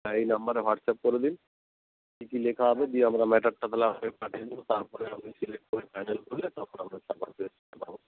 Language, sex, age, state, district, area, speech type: Bengali, male, 30-45, West Bengal, North 24 Parganas, rural, conversation